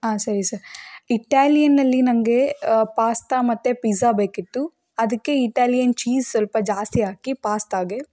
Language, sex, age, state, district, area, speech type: Kannada, female, 18-30, Karnataka, Davanagere, rural, spontaneous